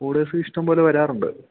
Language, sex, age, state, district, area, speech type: Malayalam, male, 18-30, Kerala, Idukki, rural, conversation